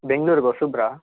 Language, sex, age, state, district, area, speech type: Kannada, male, 18-30, Karnataka, Bangalore Rural, urban, conversation